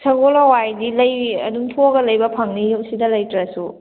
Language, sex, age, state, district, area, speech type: Manipuri, female, 30-45, Manipur, Kakching, rural, conversation